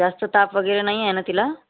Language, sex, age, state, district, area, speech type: Marathi, female, 30-45, Maharashtra, Yavatmal, rural, conversation